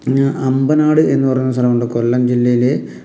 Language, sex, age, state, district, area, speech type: Malayalam, male, 45-60, Kerala, Palakkad, rural, spontaneous